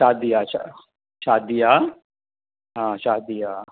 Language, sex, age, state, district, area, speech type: Sindhi, male, 45-60, Maharashtra, Thane, urban, conversation